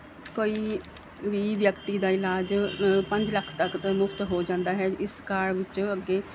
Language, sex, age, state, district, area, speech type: Punjabi, female, 30-45, Punjab, Mansa, urban, spontaneous